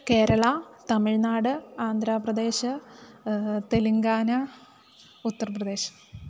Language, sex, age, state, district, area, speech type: Sanskrit, female, 18-30, Kerala, Idukki, rural, spontaneous